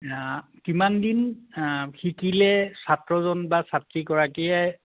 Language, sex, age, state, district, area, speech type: Assamese, male, 45-60, Assam, Biswanath, rural, conversation